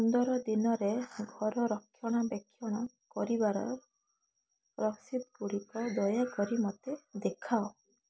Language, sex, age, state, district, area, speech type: Odia, female, 18-30, Odisha, Balasore, rural, read